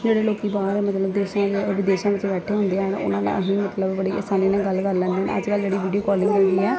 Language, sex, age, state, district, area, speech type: Punjabi, female, 30-45, Punjab, Gurdaspur, urban, spontaneous